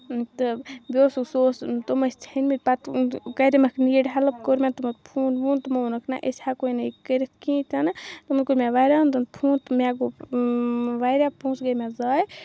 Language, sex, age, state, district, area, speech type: Kashmiri, female, 30-45, Jammu and Kashmir, Baramulla, rural, spontaneous